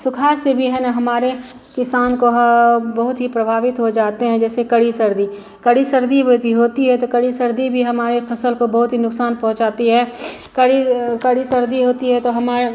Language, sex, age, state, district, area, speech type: Hindi, female, 45-60, Bihar, Madhubani, rural, spontaneous